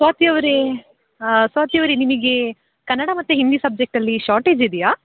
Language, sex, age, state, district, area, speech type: Kannada, female, 18-30, Karnataka, Dakshina Kannada, rural, conversation